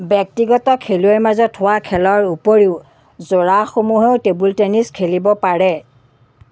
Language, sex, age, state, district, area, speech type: Assamese, female, 45-60, Assam, Biswanath, rural, read